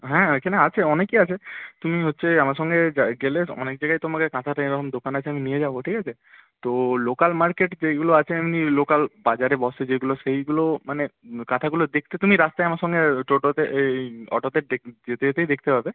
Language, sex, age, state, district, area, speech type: Bengali, male, 18-30, West Bengal, Bankura, urban, conversation